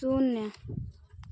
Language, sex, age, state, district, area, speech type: Hindi, female, 18-30, Uttar Pradesh, Chandauli, rural, read